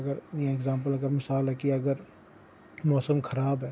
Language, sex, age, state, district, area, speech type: Dogri, male, 45-60, Jammu and Kashmir, Reasi, urban, spontaneous